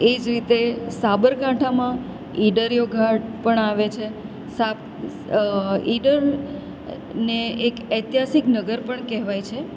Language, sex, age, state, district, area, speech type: Gujarati, female, 30-45, Gujarat, Valsad, rural, spontaneous